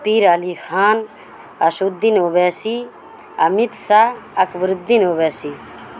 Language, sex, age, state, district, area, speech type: Urdu, female, 30-45, Bihar, Madhubani, rural, spontaneous